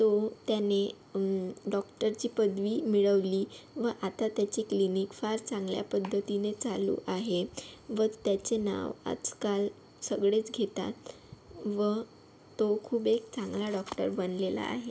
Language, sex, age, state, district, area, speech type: Marathi, female, 18-30, Maharashtra, Yavatmal, rural, spontaneous